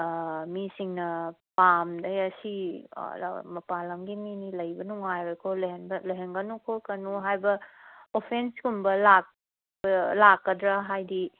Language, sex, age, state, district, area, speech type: Manipuri, female, 30-45, Manipur, Kangpokpi, urban, conversation